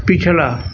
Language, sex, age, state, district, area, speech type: Hindi, male, 60+, Uttar Pradesh, Azamgarh, rural, read